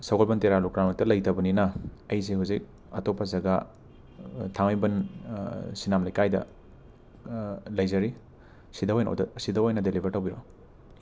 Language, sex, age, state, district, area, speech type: Manipuri, male, 18-30, Manipur, Imphal West, urban, spontaneous